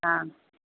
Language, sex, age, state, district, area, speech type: Tamil, female, 30-45, Tamil Nadu, Thoothukudi, rural, conversation